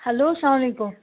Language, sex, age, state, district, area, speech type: Kashmiri, female, 18-30, Jammu and Kashmir, Budgam, rural, conversation